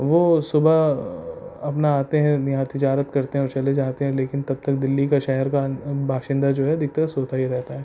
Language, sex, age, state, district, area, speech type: Urdu, male, 18-30, Delhi, North East Delhi, urban, spontaneous